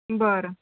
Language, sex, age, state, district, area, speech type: Marathi, female, 60+, Maharashtra, Nagpur, urban, conversation